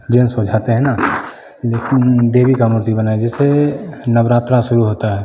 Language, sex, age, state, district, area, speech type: Hindi, male, 18-30, Bihar, Begusarai, rural, spontaneous